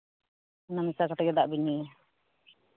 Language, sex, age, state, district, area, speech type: Santali, female, 30-45, Jharkhand, East Singhbhum, rural, conversation